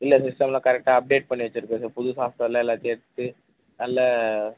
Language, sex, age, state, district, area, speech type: Tamil, male, 18-30, Tamil Nadu, Vellore, rural, conversation